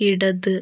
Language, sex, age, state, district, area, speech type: Malayalam, female, 18-30, Kerala, Wayanad, rural, read